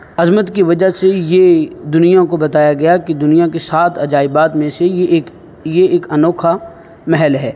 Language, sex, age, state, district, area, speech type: Urdu, male, 18-30, Uttar Pradesh, Saharanpur, urban, spontaneous